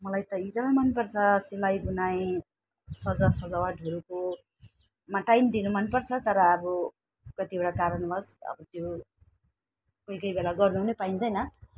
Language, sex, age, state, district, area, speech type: Nepali, female, 60+, West Bengal, Alipurduar, urban, spontaneous